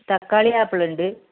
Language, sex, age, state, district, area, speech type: Malayalam, female, 30-45, Kerala, Kannur, rural, conversation